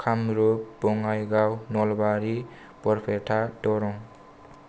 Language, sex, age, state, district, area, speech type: Bodo, male, 18-30, Assam, Kokrajhar, rural, spontaneous